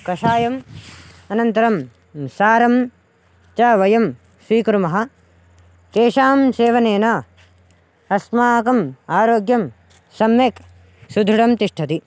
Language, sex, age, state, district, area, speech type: Sanskrit, male, 18-30, Karnataka, Raichur, urban, spontaneous